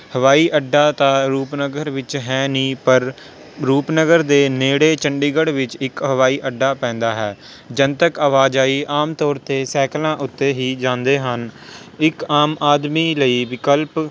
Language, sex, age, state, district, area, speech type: Punjabi, male, 18-30, Punjab, Rupnagar, urban, spontaneous